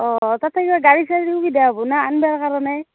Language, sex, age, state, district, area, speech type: Assamese, female, 18-30, Assam, Darrang, rural, conversation